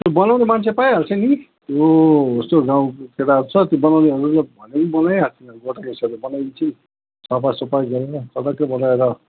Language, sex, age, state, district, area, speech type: Nepali, male, 60+, West Bengal, Kalimpong, rural, conversation